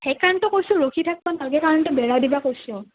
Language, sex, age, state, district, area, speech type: Assamese, other, 18-30, Assam, Nalbari, rural, conversation